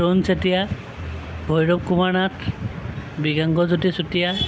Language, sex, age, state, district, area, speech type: Assamese, male, 45-60, Assam, Lakhimpur, rural, spontaneous